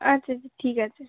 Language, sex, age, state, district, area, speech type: Bengali, female, 18-30, West Bengal, Uttar Dinajpur, urban, conversation